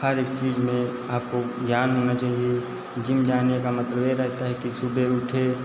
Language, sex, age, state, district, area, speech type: Hindi, male, 30-45, Uttar Pradesh, Lucknow, rural, spontaneous